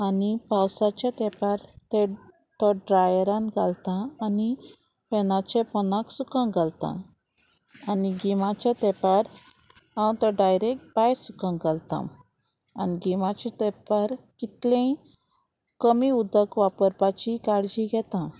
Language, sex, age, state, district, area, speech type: Goan Konkani, female, 30-45, Goa, Murmgao, rural, spontaneous